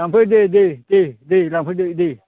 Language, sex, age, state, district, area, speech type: Bodo, male, 60+, Assam, Baksa, rural, conversation